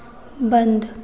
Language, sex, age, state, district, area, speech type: Hindi, female, 18-30, Bihar, Begusarai, rural, read